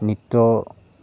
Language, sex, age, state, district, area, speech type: Assamese, male, 18-30, Assam, Goalpara, rural, spontaneous